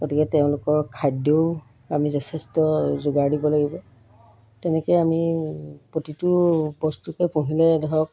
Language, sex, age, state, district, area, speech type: Assamese, female, 45-60, Assam, Golaghat, urban, spontaneous